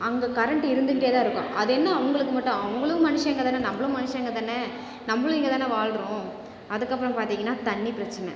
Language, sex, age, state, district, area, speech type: Tamil, female, 30-45, Tamil Nadu, Cuddalore, rural, spontaneous